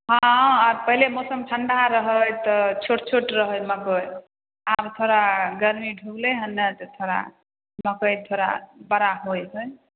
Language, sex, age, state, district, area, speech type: Maithili, female, 30-45, Bihar, Samastipur, rural, conversation